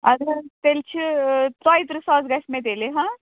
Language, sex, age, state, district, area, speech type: Kashmiri, female, 45-60, Jammu and Kashmir, Ganderbal, rural, conversation